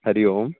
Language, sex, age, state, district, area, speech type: Sanskrit, male, 18-30, Bihar, Samastipur, rural, conversation